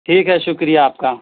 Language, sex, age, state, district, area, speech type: Urdu, male, 30-45, Bihar, East Champaran, urban, conversation